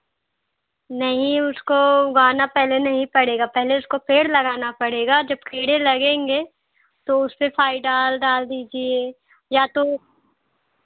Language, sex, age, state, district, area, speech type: Hindi, female, 18-30, Uttar Pradesh, Pratapgarh, rural, conversation